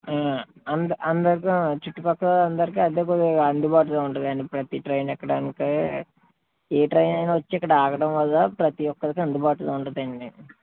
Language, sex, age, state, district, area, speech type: Telugu, male, 18-30, Andhra Pradesh, West Godavari, rural, conversation